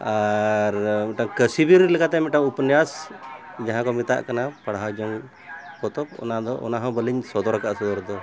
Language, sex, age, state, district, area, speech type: Santali, male, 60+, Jharkhand, Bokaro, rural, spontaneous